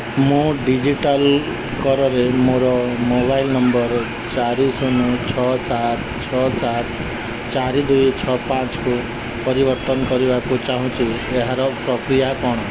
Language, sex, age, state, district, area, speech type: Odia, male, 30-45, Odisha, Nuapada, urban, read